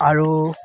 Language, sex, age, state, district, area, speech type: Assamese, male, 18-30, Assam, Sivasagar, rural, spontaneous